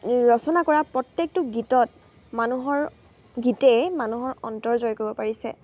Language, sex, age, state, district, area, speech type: Assamese, female, 18-30, Assam, Dibrugarh, rural, spontaneous